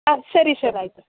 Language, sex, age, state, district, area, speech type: Kannada, female, 18-30, Karnataka, Mysore, rural, conversation